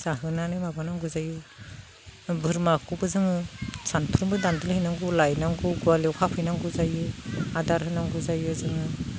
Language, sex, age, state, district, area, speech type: Bodo, female, 45-60, Assam, Udalguri, rural, spontaneous